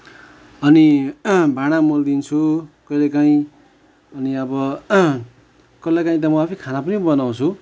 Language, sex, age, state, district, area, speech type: Nepali, male, 30-45, West Bengal, Kalimpong, rural, spontaneous